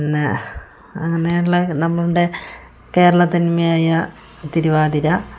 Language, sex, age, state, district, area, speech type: Malayalam, female, 45-60, Kerala, Wayanad, rural, spontaneous